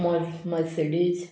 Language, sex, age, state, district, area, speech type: Goan Konkani, female, 45-60, Goa, Murmgao, rural, spontaneous